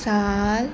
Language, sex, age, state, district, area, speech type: Punjabi, female, 30-45, Punjab, Fazilka, rural, read